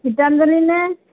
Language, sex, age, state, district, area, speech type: Assamese, female, 45-60, Assam, Nagaon, rural, conversation